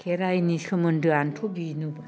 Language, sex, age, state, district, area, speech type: Bodo, female, 60+, Assam, Baksa, rural, spontaneous